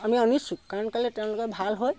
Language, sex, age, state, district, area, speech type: Assamese, female, 60+, Assam, Sivasagar, rural, spontaneous